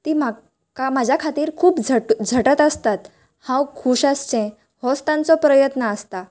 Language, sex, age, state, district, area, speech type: Goan Konkani, female, 18-30, Goa, Canacona, rural, spontaneous